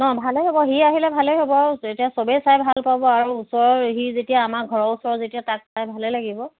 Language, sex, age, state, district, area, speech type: Assamese, female, 45-60, Assam, Sivasagar, urban, conversation